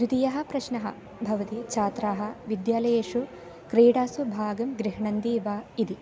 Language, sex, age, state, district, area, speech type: Sanskrit, female, 18-30, Kerala, Palakkad, rural, spontaneous